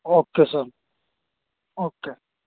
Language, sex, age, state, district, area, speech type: Urdu, male, 18-30, Delhi, Central Delhi, rural, conversation